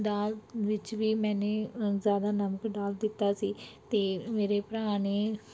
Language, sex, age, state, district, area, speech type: Punjabi, female, 18-30, Punjab, Mansa, urban, spontaneous